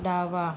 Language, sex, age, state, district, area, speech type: Marathi, female, 18-30, Maharashtra, Yavatmal, rural, read